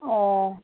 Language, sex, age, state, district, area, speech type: Manipuri, female, 30-45, Manipur, Kangpokpi, urban, conversation